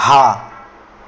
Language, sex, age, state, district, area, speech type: Gujarati, male, 30-45, Gujarat, Anand, urban, read